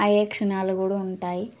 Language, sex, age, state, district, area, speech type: Telugu, female, 18-30, Telangana, Suryapet, urban, spontaneous